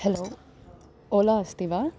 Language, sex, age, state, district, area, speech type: Sanskrit, female, 18-30, Andhra Pradesh, N T Rama Rao, urban, spontaneous